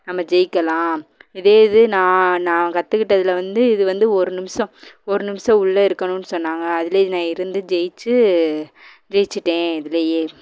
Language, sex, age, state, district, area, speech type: Tamil, female, 18-30, Tamil Nadu, Madurai, urban, spontaneous